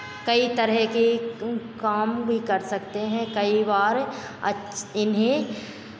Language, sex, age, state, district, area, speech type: Hindi, female, 45-60, Madhya Pradesh, Hoshangabad, urban, spontaneous